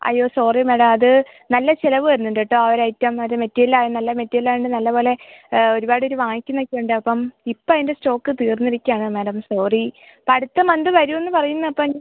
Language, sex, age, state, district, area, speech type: Malayalam, female, 18-30, Kerala, Thiruvananthapuram, rural, conversation